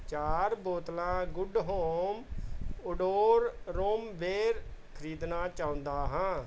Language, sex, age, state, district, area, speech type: Punjabi, male, 45-60, Punjab, Pathankot, rural, read